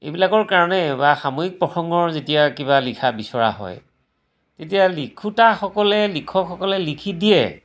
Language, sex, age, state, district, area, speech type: Assamese, male, 60+, Assam, Majuli, urban, spontaneous